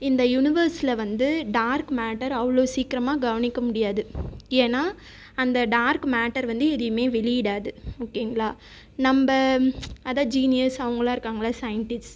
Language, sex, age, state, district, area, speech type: Tamil, female, 30-45, Tamil Nadu, Viluppuram, urban, spontaneous